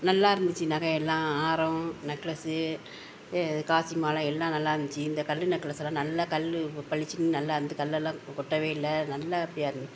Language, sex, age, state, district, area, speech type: Tamil, female, 60+, Tamil Nadu, Mayiladuthurai, urban, spontaneous